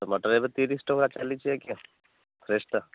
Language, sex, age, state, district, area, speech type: Odia, male, 30-45, Odisha, Subarnapur, urban, conversation